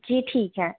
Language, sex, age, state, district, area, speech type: Hindi, female, 18-30, Madhya Pradesh, Chhindwara, urban, conversation